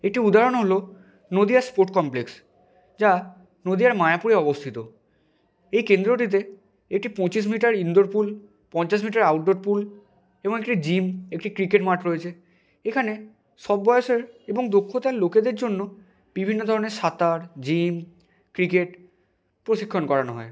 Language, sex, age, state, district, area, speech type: Bengali, male, 60+, West Bengal, Nadia, rural, spontaneous